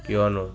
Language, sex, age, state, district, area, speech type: Assamese, male, 60+, Assam, Kamrup Metropolitan, urban, spontaneous